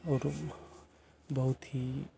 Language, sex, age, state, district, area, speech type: Hindi, male, 18-30, Bihar, Begusarai, urban, spontaneous